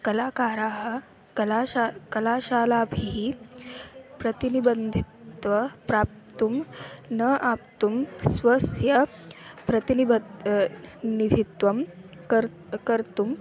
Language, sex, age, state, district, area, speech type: Sanskrit, female, 18-30, Andhra Pradesh, Eluru, rural, spontaneous